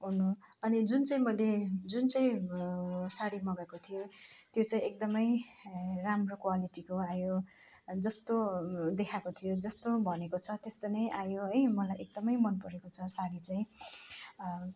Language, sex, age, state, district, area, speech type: Nepali, female, 60+, West Bengal, Kalimpong, rural, spontaneous